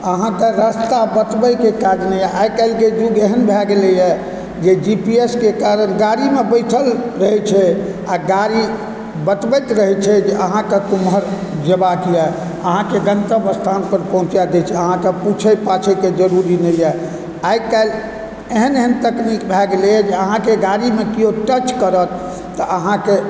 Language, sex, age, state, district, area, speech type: Maithili, male, 45-60, Bihar, Supaul, urban, spontaneous